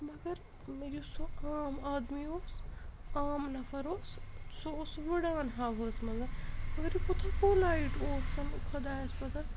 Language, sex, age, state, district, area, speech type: Kashmiri, female, 45-60, Jammu and Kashmir, Srinagar, urban, spontaneous